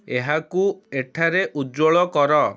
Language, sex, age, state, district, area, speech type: Odia, male, 30-45, Odisha, Cuttack, urban, read